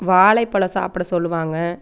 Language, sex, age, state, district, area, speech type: Tamil, female, 30-45, Tamil Nadu, Coimbatore, rural, spontaneous